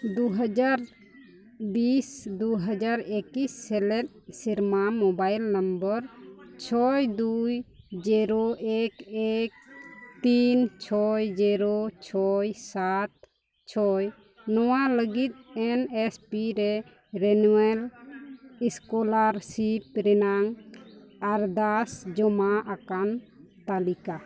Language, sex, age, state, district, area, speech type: Santali, female, 30-45, Jharkhand, Pakur, rural, read